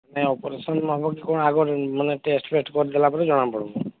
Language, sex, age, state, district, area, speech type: Odia, male, 45-60, Odisha, Sambalpur, rural, conversation